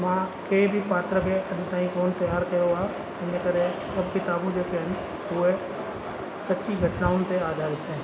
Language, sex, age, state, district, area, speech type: Sindhi, male, 45-60, Rajasthan, Ajmer, urban, spontaneous